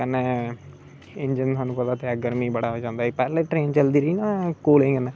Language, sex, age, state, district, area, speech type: Dogri, male, 18-30, Jammu and Kashmir, Samba, urban, spontaneous